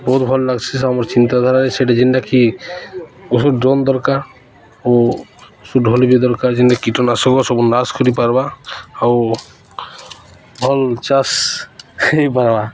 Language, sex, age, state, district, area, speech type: Odia, male, 30-45, Odisha, Balangir, urban, spontaneous